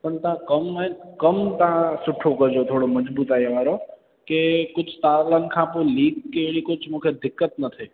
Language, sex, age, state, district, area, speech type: Sindhi, male, 18-30, Gujarat, Junagadh, rural, conversation